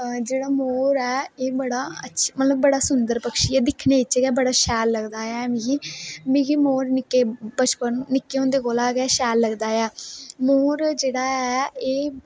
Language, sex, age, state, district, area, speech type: Dogri, female, 18-30, Jammu and Kashmir, Kathua, rural, spontaneous